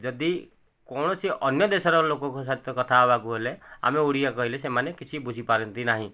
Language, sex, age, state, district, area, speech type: Odia, male, 30-45, Odisha, Nayagarh, rural, spontaneous